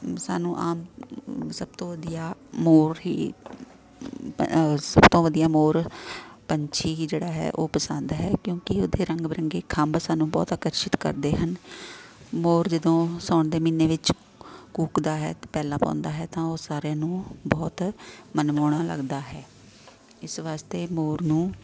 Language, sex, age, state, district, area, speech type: Punjabi, female, 45-60, Punjab, Amritsar, urban, spontaneous